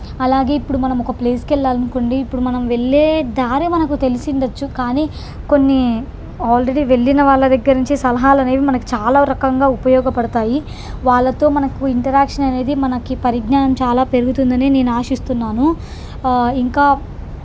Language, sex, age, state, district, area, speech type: Telugu, female, 18-30, Andhra Pradesh, Krishna, urban, spontaneous